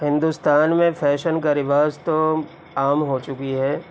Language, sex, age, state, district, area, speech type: Urdu, male, 45-60, Uttar Pradesh, Gautam Buddha Nagar, rural, spontaneous